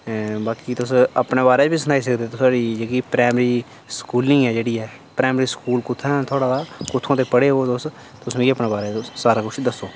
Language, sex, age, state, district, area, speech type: Dogri, male, 18-30, Jammu and Kashmir, Udhampur, rural, spontaneous